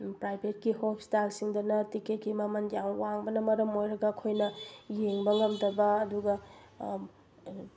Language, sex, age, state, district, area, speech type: Manipuri, female, 30-45, Manipur, Bishnupur, rural, spontaneous